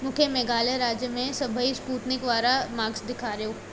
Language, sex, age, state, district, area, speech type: Sindhi, female, 18-30, Madhya Pradesh, Katni, rural, read